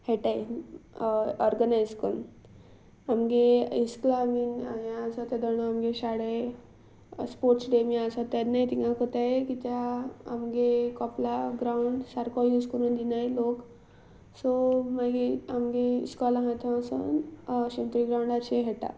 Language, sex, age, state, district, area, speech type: Goan Konkani, female, 18-30, Goa, Salcete, rural, spontaneous